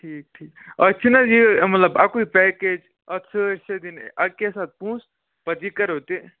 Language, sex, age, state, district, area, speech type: Kashmiri, male, 18-30, Jammu and Kashmir, Kupwara, rural, conversation